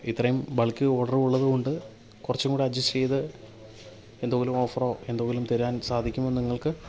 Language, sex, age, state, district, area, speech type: Malayalam, male, 30-45, Kerala, Kollam, rural, spontaneous